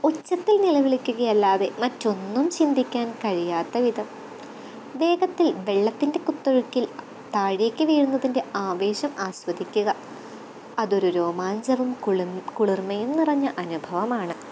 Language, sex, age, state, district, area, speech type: Malayalam, female, 18-30, Kerala, Kottayam, rural, spontaneous